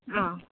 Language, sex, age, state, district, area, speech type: Bodo, female, 30-45, Assam, Udalguri, urban, conversation